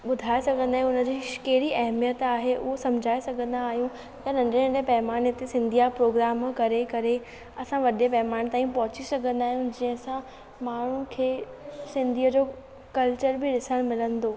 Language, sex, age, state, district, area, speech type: Sindhi, female, 18-30, Maharashtra, Thane, urban, spontaneous